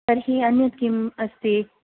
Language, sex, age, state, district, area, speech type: Sanskrit, female, 30-45, Kerala, Kasaragod, rural, conversation